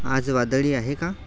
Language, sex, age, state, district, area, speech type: Marathi, male, 18-30, Maharashtra, Yavatmal, rural, read